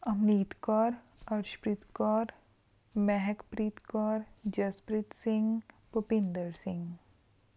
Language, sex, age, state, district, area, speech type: Punjabi, female, 18-30, Punjab, Rupnagar, rural, spontaneous